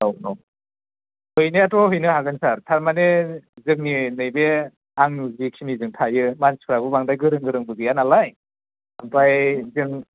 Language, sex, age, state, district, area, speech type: Bodo, male, 30-45, Assam, Chirang, rural, conversation